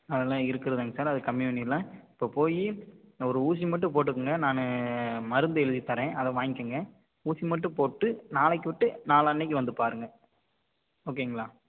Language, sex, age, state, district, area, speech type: Tamil, male, 18-30, Tamil Nadu, Tiruppur, rural, conversation